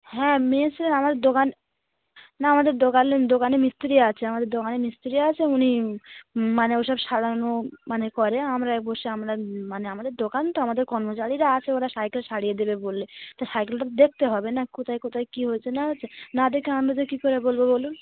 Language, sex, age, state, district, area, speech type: Bengali, female, 45-60, West Bengal, Dakshin Dinajpur, urban, conversation